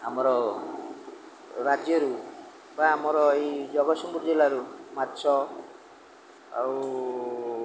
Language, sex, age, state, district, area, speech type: Odia, male, 60+, Odisha, Jagatsinghpur, rural, spontaneous